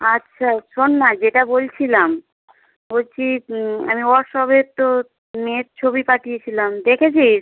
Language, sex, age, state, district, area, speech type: Bengali, male, 30-45, West Bengal, Howrah, urban, conversation